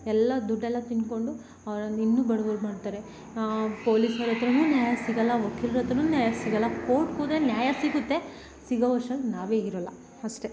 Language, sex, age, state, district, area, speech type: Kannada, female, 18-30, Karnataka, Tumkur, rural, spontaneous